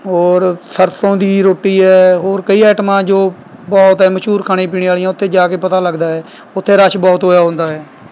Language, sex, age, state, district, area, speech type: Punjabi, male, 18-30, Punjab, Mohali, rural, spontaneous